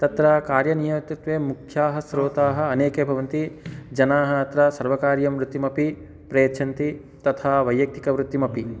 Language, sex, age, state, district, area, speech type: Sanskrit, male, 30-45, Telangana, Hyderabad, urban, spontaneous